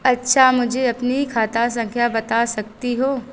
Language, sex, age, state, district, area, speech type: Hindi, female, 30-45, Uttar Pradesh, Azamgarh, rural, read